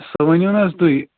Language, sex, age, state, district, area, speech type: Kashmiri, male, 45-60, Jammu and Kashmir, Ganderbal, rural, conversation